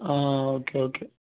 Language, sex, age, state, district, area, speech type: Malayalam, male, 30-45, Kerala, Malappuram, rural, conversation